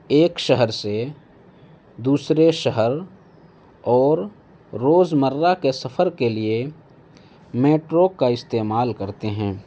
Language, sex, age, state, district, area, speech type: Urdu, male, 18-30, Delhi, North East Delhi, urban, spontaneous